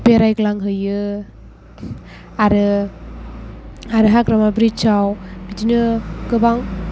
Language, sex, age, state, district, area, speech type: Bodo, female, 18-30, Assam, Chirang, rural, spontaneous